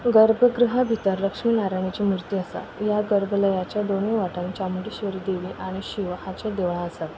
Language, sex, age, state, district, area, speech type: Goan Konkani, female, 30-45, Goa, Quepem, rural, spontaneous